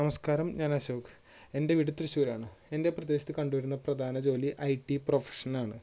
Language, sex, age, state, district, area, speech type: Malayalam, male, 18-30, Kerala, Thrissur, urban, spontaneous